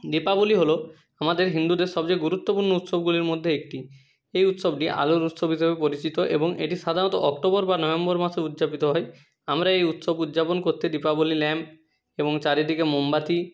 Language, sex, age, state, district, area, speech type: Bengali, male, 60+, West Bengal, Purba Medinipur, rural, spontaneous